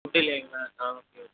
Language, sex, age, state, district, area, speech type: Tamil, male, 18-30, Tamil Nadu, Tirunelveli, rural, conversation